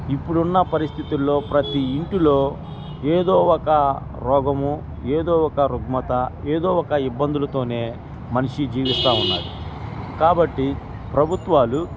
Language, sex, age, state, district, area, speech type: Telugu, male, 45-60, Andhra Pradesh, Guntur, rural, spontaneous